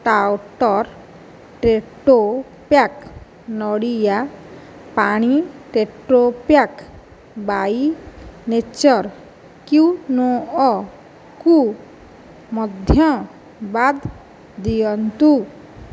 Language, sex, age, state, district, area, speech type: Odia, male, 60+, Odisha, Nayagarh, rural, read